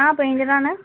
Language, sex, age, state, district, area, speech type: Malayalam, female, 18-30, Kerala, Malappuram, rural, conversation